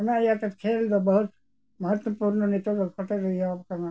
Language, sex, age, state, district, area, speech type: Santali, male, 60+, Jharkhand, Bokaro, rural, spontaneous